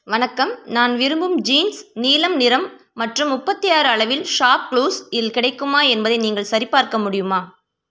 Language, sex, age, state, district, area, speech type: Tamil, female, 30-45, Tamil Nadu, Ranipet, rural, read